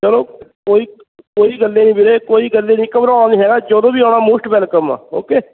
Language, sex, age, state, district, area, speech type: Punjabi, male, 30-45, Punjab, Fatehgarh Sahib, rural, conversation